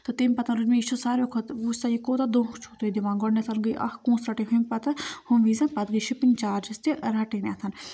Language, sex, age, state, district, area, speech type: Kashmiri, female, 18-30, Jammu and Kashmir, Budgam, rural, spontaneous